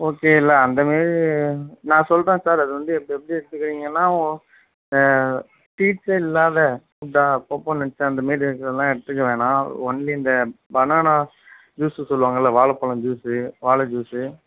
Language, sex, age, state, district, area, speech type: Tamil, male, 45-60, Tamil Nadu, Ariyalur, rural, conversation